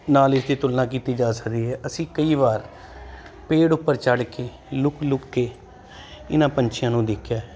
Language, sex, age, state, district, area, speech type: Punjabi, male, 30-45, Punjab, Jalandhar, urban, spontaneous